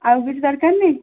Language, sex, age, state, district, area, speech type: Odia, female, 18-30, Odisha, Kendujhar, urban, conversation